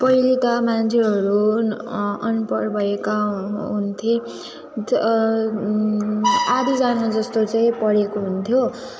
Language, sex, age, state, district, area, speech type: Nepali, female, 18-30, West Bengal, Jalpaiguri, rural, spontaneous